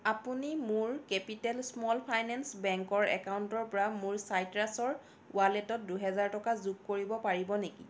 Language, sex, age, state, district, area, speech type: Assamese, female, 30-45, Assam, Sonitpur, rural, read